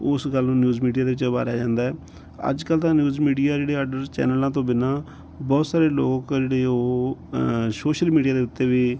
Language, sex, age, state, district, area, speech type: Punjabi, male, 45-60, Punjab, Bathinda, urban, spontaneous